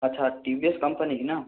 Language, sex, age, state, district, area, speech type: Hindi, male, 60+, Madhya Pradesh, Balaghat, rural, conversation